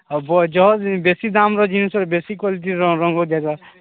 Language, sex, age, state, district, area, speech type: Odia, male, 45-60, Odisha, Nuapada, urban, conversation